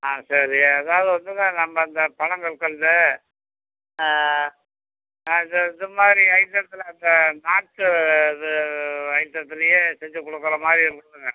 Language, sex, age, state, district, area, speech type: Tamil, male, 60+, Tamil Nadu, Tiruchirappalli, rural, conversation